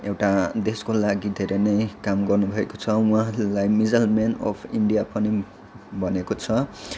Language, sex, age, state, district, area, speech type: Nepali, male, 18-30, West Bengal, Kalimpong, rural, spontaneous